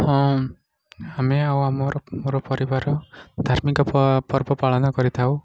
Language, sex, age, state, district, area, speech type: Odia, male, 18-30, Odisha, Nayagarh, rural, spontaneous